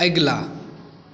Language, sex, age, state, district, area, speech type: Maithili, male, 18-30, Bihar, Samastipur, rural, read